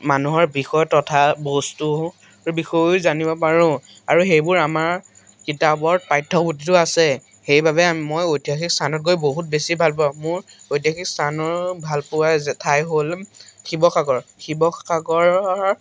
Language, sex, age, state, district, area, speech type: Assamese, male, 18-30, Assam, Majuli, urban, spontaneous